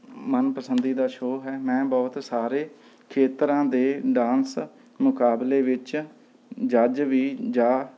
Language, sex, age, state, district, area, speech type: Punjabi, male, 30-45, Punjab, Rupnagar, rural, spontaneous